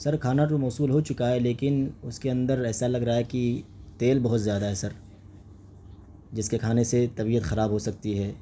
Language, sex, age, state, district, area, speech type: Urdu, male, 18-30, Delhi, East Delhi, urban, spontaneous